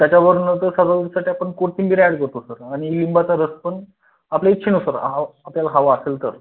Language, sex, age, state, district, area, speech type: Marathi, male, 30-45, Maharashtra, Beed, rural, conversation